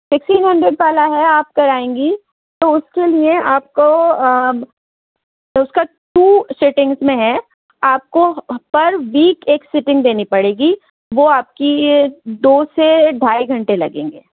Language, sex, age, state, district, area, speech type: Urdu, female, 45-60, Delhi, New Delhi, urban, conversation